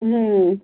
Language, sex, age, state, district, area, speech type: Bengali, female, 30-45, West Bengal, Darjeeling, urban, conversation